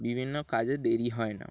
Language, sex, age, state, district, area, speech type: Bengali, male, 18-30, West Bengal, Dakshin Dinajpur, urban, spontaneous